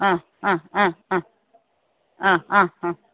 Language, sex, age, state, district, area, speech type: Malayalam, female, 30-45, Kerala, Kasaragod, rural, conversation